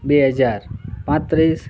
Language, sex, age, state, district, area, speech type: Gujarati, male, 60+, Gujarat, Morbi, rural, spontaneous